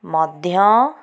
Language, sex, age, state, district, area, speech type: Odia, female, 45-60, Odisha, Cuttack, urban, spontaneous